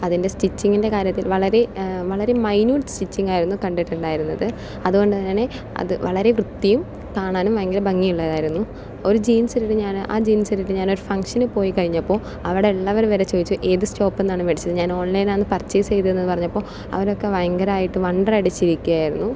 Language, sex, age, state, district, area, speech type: Malayalam, female, 18-30, Kerala, Palakkad, rural, spontaneous